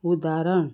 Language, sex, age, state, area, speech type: Goan Konkani, female, 45-60, Goa, rural, spontaneous